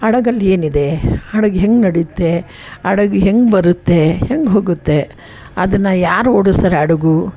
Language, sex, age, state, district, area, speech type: Kannada, female, 60+, Karnataka, Mysore, rural, spontaneous